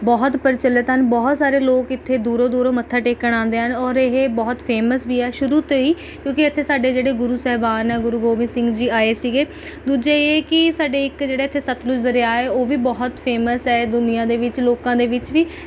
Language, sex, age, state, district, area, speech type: Punjabi, female, 18-30, Punjab, Rupnagar, rural, spontaneous